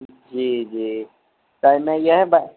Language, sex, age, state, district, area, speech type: Maithili, male, 18-30, Bihar, Sitamarhi, urban, conversation